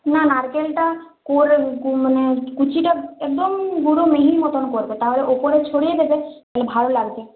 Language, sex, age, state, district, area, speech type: Bengali, female, 18-30, West Bengal, Purulia, rural, conversation